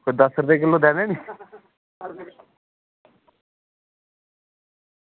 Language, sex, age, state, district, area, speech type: Dogri, male, 30-45, Jammu and Kashmir, Udhampur, rural, conversation